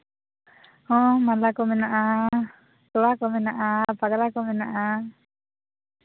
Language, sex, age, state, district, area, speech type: Santali, female, 18-30, Jharkhand, East Singhbhum, rural, conversation